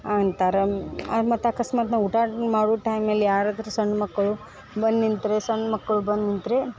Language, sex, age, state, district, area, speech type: Kannada, female, 18-30, Karnataka, Dharwad, urban, spontaneous